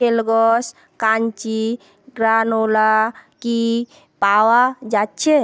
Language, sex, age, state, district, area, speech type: Bengali, female, 30-45, West Bengal, Paschim Medinipur, urban, read